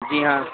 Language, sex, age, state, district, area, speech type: Urdu, male, 18-30, Uttar Pradesh, Siddharthnagar, rural, conversation